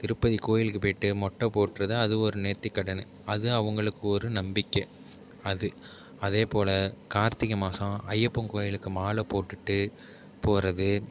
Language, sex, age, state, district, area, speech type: Tamil, male, 30-45, Tamil Nadu, Tiruvarur, urban, spontaneous